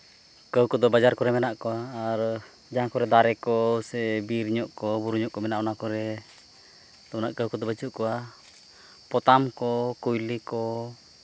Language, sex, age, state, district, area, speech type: Santali, male, 30-45, Jharkhand, East Singhbhum, rural, spontaneous